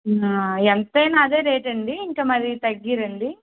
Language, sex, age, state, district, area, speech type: Telugu, female, 18-30, Andhra Pradesh, Vizianagaram, rural, conversation